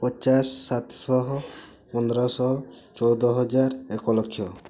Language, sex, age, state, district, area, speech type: Odia, male, 18-30, Odisha, Mayurbhanj, rural, spontaneous